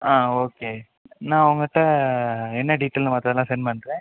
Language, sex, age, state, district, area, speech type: Tamil, male, 18-30, Tamil Nadu, Pudukkottai, rural, conversation